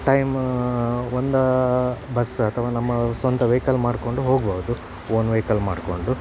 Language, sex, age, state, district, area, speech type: Kannada, male, 45-60, Karnataka, Udupi, rural, spontaneous